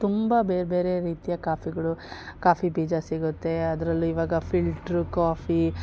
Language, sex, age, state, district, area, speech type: Kannada, female, 30-45, Karnataka, Chikkamagaluru, rural, spontaneous